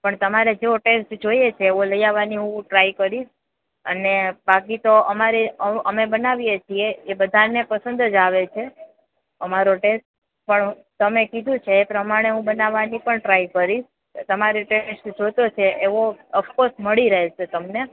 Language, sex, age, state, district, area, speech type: Gujarati, female, 18-30, Gujarat, Junagadh, rural, conversation